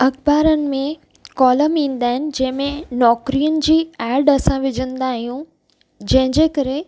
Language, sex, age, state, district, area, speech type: Sindhi, female, 30-45, Gujarat, Kutch, urban, spontaneous